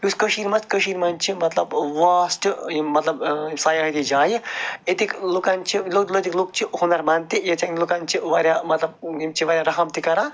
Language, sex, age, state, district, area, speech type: Kashmiri, male, 45-60, Jammu and Kashmir, Budgam, urban, spontaneous